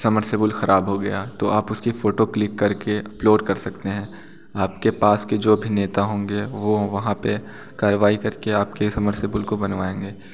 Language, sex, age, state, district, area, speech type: Hindi, male, 18-30, Uttar Pradesh, Bhadohi, urban, spontaneous